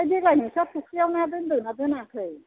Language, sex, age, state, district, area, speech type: Bodo, female, 60+, Assam, Chirang, urban, conversation